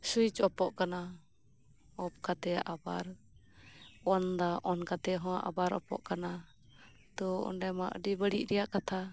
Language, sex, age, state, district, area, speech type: Santali, female, 30-45, West Bengal, Birbhum, rural, spontaneous